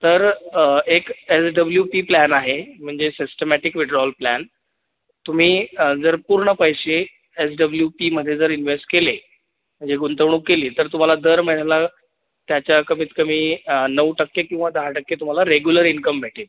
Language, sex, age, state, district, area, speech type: Marathi, male, 30-45, Maharashtra, Buldhana, urban, conversation